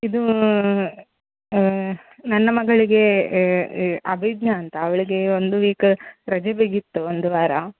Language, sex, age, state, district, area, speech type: Kannada, female, 30-45, Karnataka, Udupi, rural, conversation